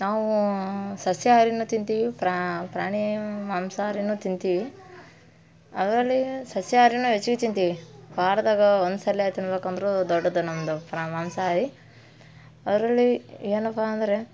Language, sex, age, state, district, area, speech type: Kannada, female, 30-45, Karnataka, Dharwad, urban, spontaneous